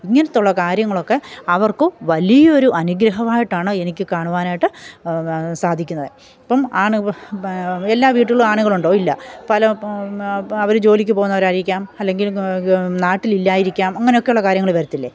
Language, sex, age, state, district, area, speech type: Malayalam, female, 45-60, Kerala, Pathanamthitta, rural, spontaneous